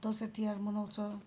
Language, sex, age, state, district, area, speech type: Nepali, female, 45-60, West Bengal, Darjeeling, rural, spontaneous